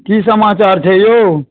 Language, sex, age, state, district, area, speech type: Maithili, male, 60+, Bihar, Madhubani, rural, conversation